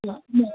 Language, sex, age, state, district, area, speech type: Sindhi, female, 18-30, Maharashtra, Thane, urban, conversation